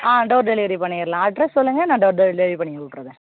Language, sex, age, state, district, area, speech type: Tamil, female, 18-30, Tamil Nadu, Thoothukudi, rural, conversation